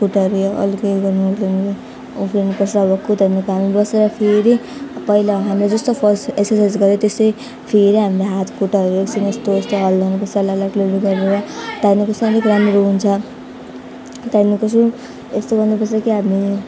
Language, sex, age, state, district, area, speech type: Nepali, female, 18-30, West Bengal, Alipurduar, rural, spontaneous